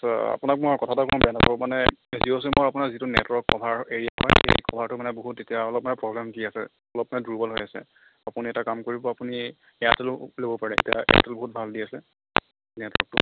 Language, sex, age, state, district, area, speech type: Assamese, male, 60+, Assam, Morigaon, rural, conversation